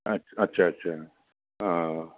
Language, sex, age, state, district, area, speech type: Assamese, male, 60+, Assam, Udalguri, urban, conversation